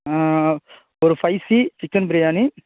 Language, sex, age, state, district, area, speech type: Tamil, male, 45-60, Tamil Nadu, Ariyalur, rural, conversation